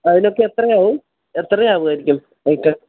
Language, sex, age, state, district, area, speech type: Malayalam, female, 60+, Kerala, Idukki, rural, conversation